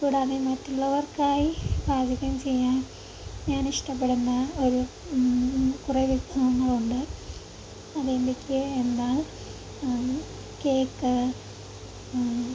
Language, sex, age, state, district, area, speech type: Malayalam, female, 18-30, Kerala, Idukki, rural, spontaneous